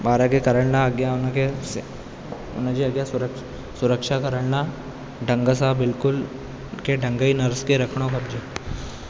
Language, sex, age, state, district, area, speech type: Sindhi, male, 18-30, Rajasthan, Ajmer, urban, spontaneous